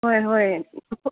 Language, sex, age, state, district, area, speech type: Manipuri, female, 18-30, Manipur, Senapati, rural, conversation